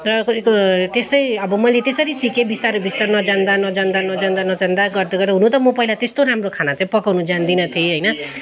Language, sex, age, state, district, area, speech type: Nepali, female, 30-45, West Bengal, Kalimpong, rural, spontaneous